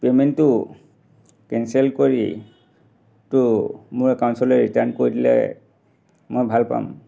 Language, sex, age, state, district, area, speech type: Assamese, male, 45-60, Assam, Dhemaji, urban, spontaneous